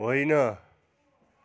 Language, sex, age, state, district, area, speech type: Nepali, male, 30-45, West Bengal, Darjeeling, rural, read